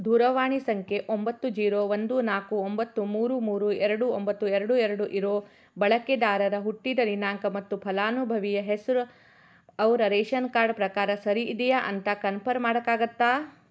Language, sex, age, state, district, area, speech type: Kannada, female, 30-45, Karnataka, Shimoga, rural, read